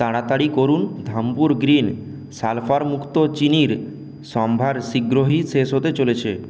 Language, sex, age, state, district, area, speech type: Bengali, male, 18-30, West Bengal, Purulia, urban, read